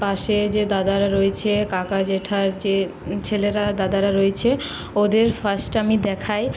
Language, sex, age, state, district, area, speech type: Bengali, female, 18-30, West Bengal, Paschim Bardhaman, urban, spontaneous